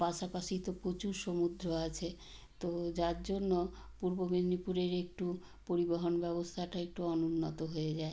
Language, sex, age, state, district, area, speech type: Bengali, female, 60+, West Bengal, Purba Medinipur, rural, spontaneous